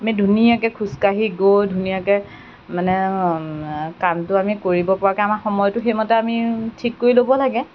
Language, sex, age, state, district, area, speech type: Assamese, female, 30-45, Assam, Golaghat, rural, spontaneous